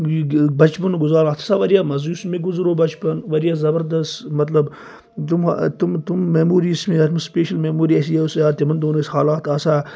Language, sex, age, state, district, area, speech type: Kashmiri, male, 30-45, Jammu and Kashmir, Kupwara, rural, spontaneous